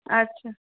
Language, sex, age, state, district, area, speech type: Bengali, female, 60+, West Bengal, Purulia, urban, conversation